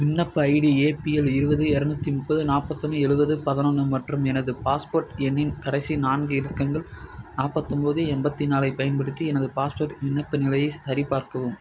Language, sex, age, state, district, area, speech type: Tamil, male, 18-30, Tamil Nadu, Perambalur, rural, read